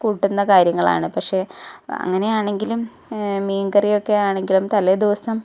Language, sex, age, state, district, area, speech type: Malayalam, female, 18-30, Kerala, Malappuram, rural, spontaneous